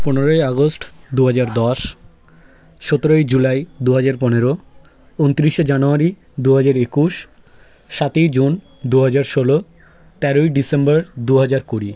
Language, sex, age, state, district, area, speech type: Bengali, male, 18-30, West Bengal, South 24 Parganas, rural, spontaneous